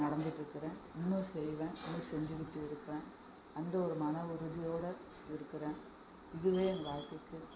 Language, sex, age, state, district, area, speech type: Tamil, female, 60+, Tamil Nadu, Nagapattinam, rural, spontaneous